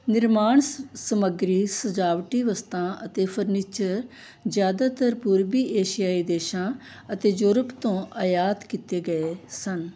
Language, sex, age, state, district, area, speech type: Punjabi, female, 60+, Punjab, Amritsar, urban, read